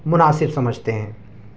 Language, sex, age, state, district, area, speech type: Urdu, male, 18-30, Delhi, East Delhi, urban, spontaneous